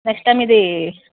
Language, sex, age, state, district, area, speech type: Telugu, female, 30-45, Telangana, Medchal, urban, conversation